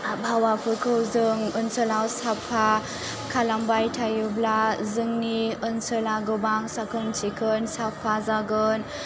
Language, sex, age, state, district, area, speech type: Bodo, female, 18-30, Assam, Chirang, rural, spontaneous